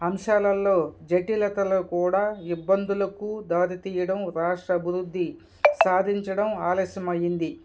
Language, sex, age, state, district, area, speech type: Telugu, male, 30-45, Andhra Pradesh, Kadapa, rural, spontaneous